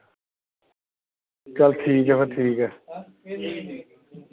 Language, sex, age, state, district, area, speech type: Dogri, male, 45-60, Jammu and Kashmir, Samba, rural, conversation